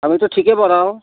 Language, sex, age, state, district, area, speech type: Assamese, male, 45-60, Assam, Nalbari, rural, conversation